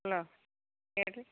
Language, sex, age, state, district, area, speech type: Kannada, female, 60+, Karnataka, Gadag, rural, conversation